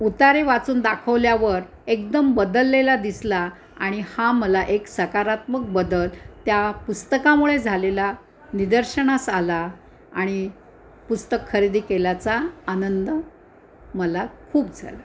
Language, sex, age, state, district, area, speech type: Marathi, female, 60+, Maharashtra, Nanded, urban, spontaneous